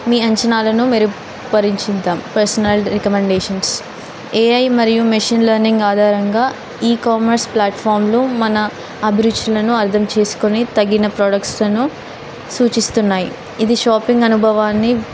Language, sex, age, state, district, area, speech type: Telugu, female, 18-30, Telangana, Jayashankar, urban, spontaneous